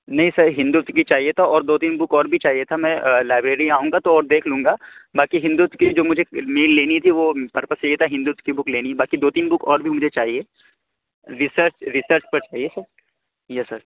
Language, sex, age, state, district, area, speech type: Urdu, male, 30-45, Uttar Pradesh, Lucknow, urban, conversation